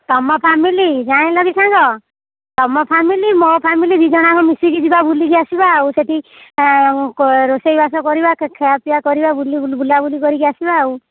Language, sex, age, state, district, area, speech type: Odia, female, 60+, Odisha, Jharsuguda, rural, conversation